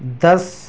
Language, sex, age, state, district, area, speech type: Urdu, male, 18-30, Delhi, East Delhi, urban, spontaneous